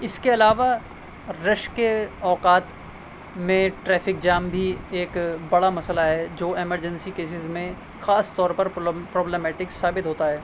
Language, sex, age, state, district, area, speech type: Urdu, male, 30-45, Delhi, North West Delhi, urban, spontaneous